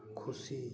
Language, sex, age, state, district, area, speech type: Santali, male, 18-30, West Bengal, Paschim Bardhaman, rural, read